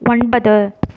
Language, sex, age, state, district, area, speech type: Tamil, female, 18-30, Tamil Nadu, Tiruvarur, rural, read